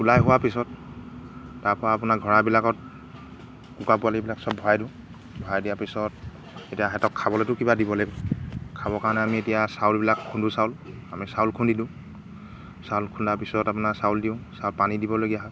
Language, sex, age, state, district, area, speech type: Assamese, male, 30-45, Assam, Golaghat, rural, spontaneous